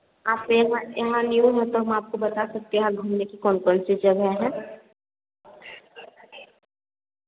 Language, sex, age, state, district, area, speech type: Hindi, female, 18-30, Bihar, Begusarai, urban, conversation